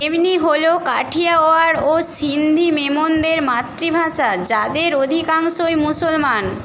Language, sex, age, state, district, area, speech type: Bengali, female, 30-45, West Bengal, Jhargram, rural, read